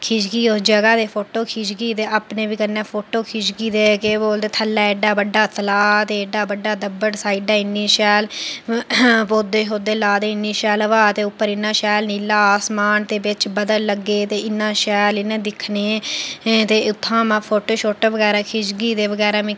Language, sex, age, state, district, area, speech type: Dogri, female, 30-45, Jammu and Kashmir, Udhampur, urban, spontaneous